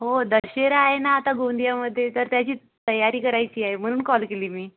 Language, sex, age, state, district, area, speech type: Marathi, female, 18-30, Maharashtra, Gondia, rural, conversation